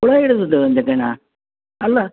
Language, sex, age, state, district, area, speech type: Kannada, male, 60+, Karnataka, Bellary, rural, conversation